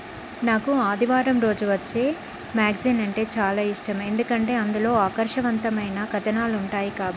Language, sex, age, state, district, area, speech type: Telugu, female, 30-45, Telangana, Karimnagar, rural, spontaneous